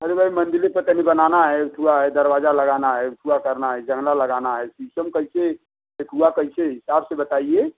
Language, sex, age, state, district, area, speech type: Hindi, male, 60+, Uttar Pradesh, Mau, urban, conversation